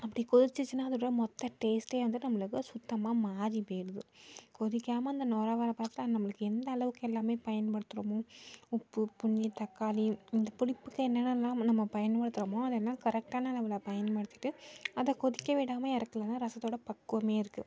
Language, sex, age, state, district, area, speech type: Tamil, female, 18-30, Tamil Nadu, Nagapattinam, rural, spontaneous